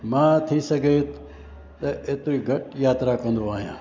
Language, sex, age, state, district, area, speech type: Sindhi, male, 60+, Gujarat, Junagadh, rural, spontaneous